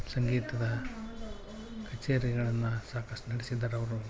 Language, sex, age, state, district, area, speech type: Kannada, male, 45-60, Karnataka, Koppal, urban, spontaneous